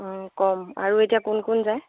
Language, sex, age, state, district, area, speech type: Assamese, female, 30-45, Assam, Lakhimpur, rural, conversation